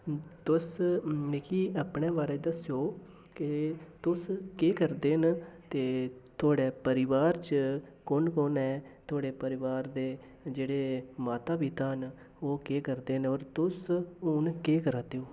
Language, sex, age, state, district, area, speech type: Dogri, male, 18-30, Jammu and Kashmir, Udhampur, rural, spontaneous